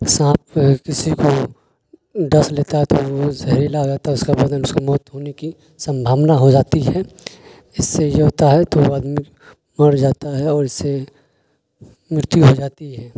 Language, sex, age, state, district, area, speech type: Urdu, male, 30-45, Bihar, Khagaria, rural, spontaneous